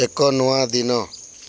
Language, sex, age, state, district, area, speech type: Odia, male, 60+, Odisha, Boudh, rural, read